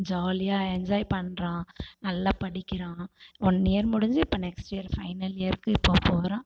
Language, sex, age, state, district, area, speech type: Tamil, female, 60+, Tamil Nadu, Cuddalore, rural, spontaneous